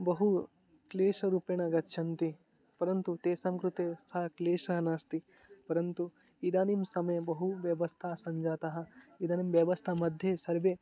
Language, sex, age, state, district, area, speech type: Sanskrit, male, 18-30, Odisha, Mayurbhanj, rural, spontaneous